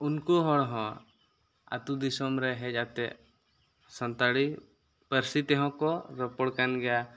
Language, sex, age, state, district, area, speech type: Santali, male, 18-30, Jharkhand, Seraikela Kharsawan, rural, spontaneous